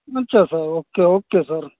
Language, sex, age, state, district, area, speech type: Urdu, male, 18-30, Delhi, Central Delhi, rural, conversation